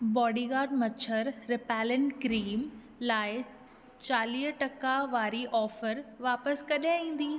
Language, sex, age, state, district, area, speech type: Sindhi, female, 18-30, Maharashtra, Thane, urban, read